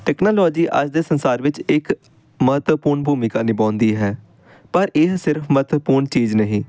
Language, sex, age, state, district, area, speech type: Punjabi, male, 18-30, Punjab, Amritsar, urban, spontaneous